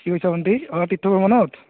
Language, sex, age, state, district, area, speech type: Assamese, male, 30-45, Assam, Goalpara, urban, conversation